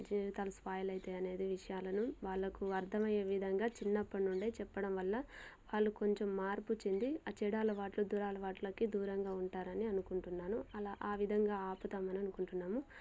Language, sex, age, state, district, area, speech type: Telugu, female, 30-45, Telangana, Warangal, rural, spontaneous